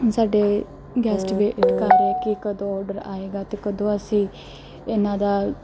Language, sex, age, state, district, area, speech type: Punjabi, female, 18-30, Punjab, Mansa, urban, spontaneous